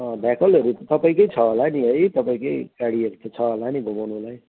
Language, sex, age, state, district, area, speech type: Nepali, male, 45-60, West Bengal, Kalimpong, rural, conversation